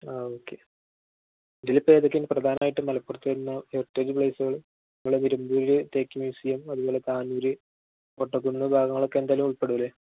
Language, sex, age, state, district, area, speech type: Malayalam, male, 18-30, Kerala, Malappuram, rural, conversation